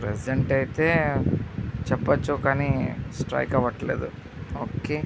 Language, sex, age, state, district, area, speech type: Telugu, male, 30-45, Andhra Pradesh, Visakhapatnam, urban, spontaneous